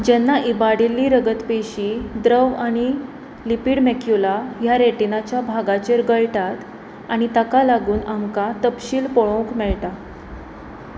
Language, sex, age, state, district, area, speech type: Goan Konkani, female, 30-45, Goa, Pernem, rural, read